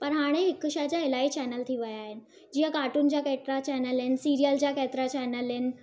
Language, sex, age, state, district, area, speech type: Sindhi, female, 18-30, Gujarat, Surat, urban, spontaneous